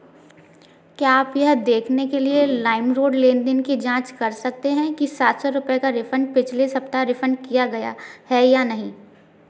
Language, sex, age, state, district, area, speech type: Hindi, female, 18-30, Madhya Pradesh, Gwalior, rural, read